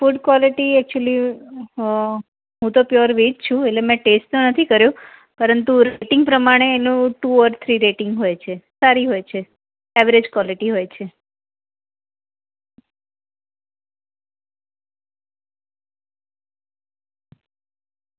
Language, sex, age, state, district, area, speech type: Gujarati, female, 30-45, Gujarat, Anand, urban, conversation